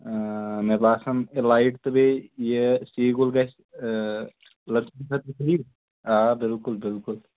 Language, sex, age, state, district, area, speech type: Kashmiri, male, 30-45, Jammu and Kashmir, Shopian, rural, conversation